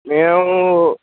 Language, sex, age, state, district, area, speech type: Telugu, male, 18-30, Andhra Pradesh, Visakhapatnam, rural, conversation